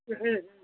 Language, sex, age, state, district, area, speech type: Tamil, female, 30-45, Tamil Nadu, Tiruvallur, rural, conversation